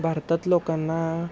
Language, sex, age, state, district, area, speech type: Marathi, male, 18-30, Maharashtra, Satara, urban, spontaneous